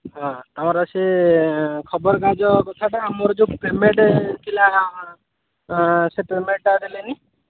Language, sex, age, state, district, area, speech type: Odia, male, 18-30, Odisha, Jagatsinghpur, rural, conversation